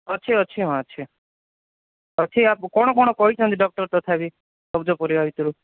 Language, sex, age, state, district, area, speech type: Odia, male, 30-45, Odisha, Kandhamal, rural, conversation